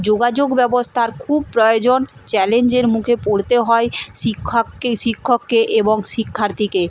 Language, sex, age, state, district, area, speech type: Bengali, female, 30-45, West Bengal, Purba Medinipur, rural, spontaneous